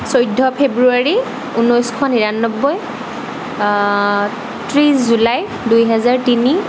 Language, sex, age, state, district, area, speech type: Assamese, female, 30-45, Assam, Barpeta, urban, spontaneous